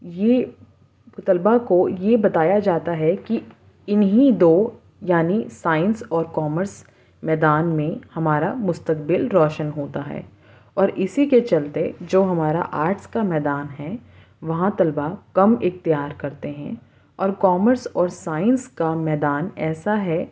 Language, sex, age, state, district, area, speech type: Urdu, female, 18-30, Uttar Pradesh, Ghaziabad, urban, spontaneous